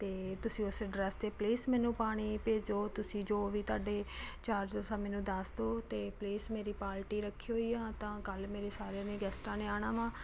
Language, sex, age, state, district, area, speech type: Punjabi, female, 30-45, Punjab, Ludhiana, urban, spontaneous